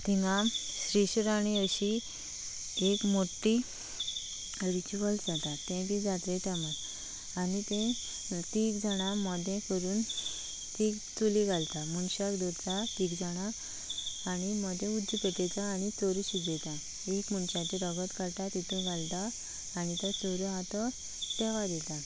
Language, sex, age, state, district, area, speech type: Goan Konkani, female, 18-30, Goa, Canacona, rural, spontaneous